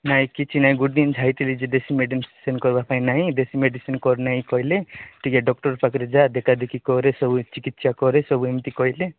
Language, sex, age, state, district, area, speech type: Odia, male, 30-45, Odisha, Nabarangpur, urban, conversation